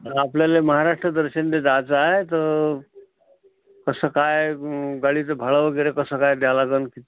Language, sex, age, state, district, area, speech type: Marathi, male, 45-60, Maharashtra, Amravati, rural, conversation